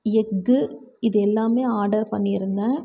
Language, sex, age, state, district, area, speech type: Tamil, female, 18-30, Tamil Nadu, Krishnagiri, rural, spontaneous